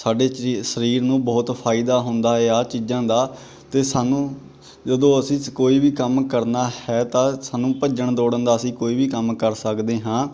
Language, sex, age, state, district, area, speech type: Punjabi, male, 18-30, Punjab, Patiala, rural, spontaneous